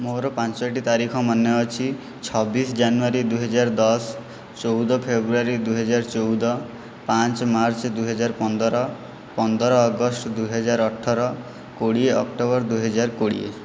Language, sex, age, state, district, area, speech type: Odia, male, 18-30, Odisha, Jajpur, rural, spontaneous